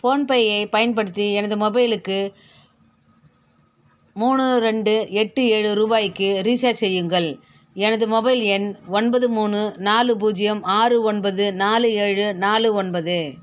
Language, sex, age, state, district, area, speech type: Tamil, female, 60+, Tamil Nadu, Viluppuram, rural, read